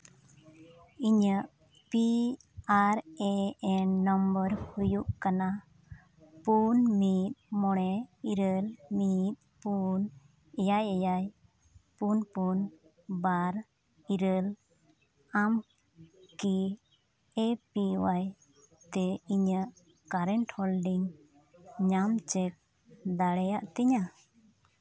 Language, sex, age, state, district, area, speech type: Santali, female, 30-45, Jharkhand, Seraikela Kharsawan, rural, read